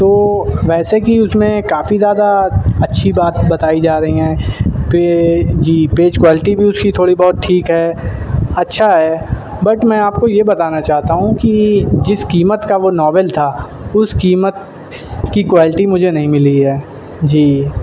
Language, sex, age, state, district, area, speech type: Urdu, male, 18-30, Uttar Pradesh, Shahjahanpur, urban, spontaneous